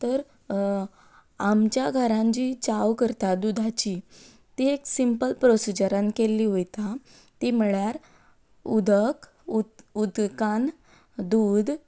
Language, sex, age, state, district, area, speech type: Goan Konkani, female, 18-30, Goa, Quepem, rural, spontaneous